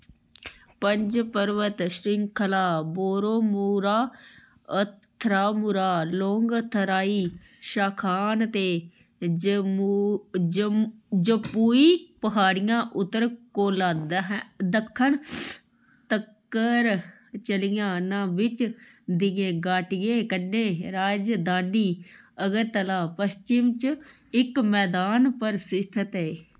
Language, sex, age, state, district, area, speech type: Dogri, female, 60+, Jammu and Kashmir, Udhampur, rural, read